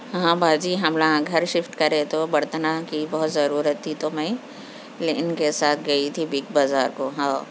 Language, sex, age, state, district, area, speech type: Urdu, female, 60+, Telangana, Hyderabad, urban, spontaneous